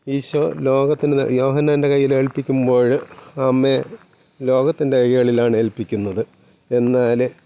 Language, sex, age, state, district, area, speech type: Malayalam, male, 45-60, Kerala, Thiruvananthapuram, rural, spontaneous